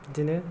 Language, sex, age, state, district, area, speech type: Bodo, male, 18-30, Assam, Kokrajhar, rural, spontaneous